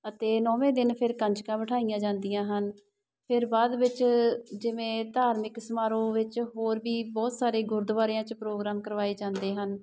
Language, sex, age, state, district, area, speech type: Punjabi, female, 30-45, Punjab, Shaheed Bhagat Singh Nagar, urban, spontaneous